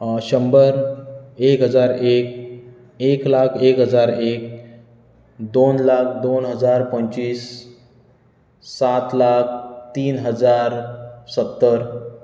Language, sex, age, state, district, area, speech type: Goan Konkani, male, 30-45, Goa, Bardez, urban, spontaneous